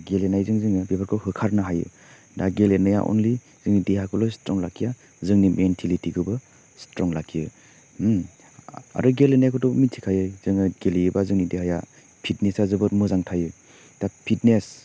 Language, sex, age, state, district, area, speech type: Bodo, male, 30-45, Assam, Chirang, rural, spontaneous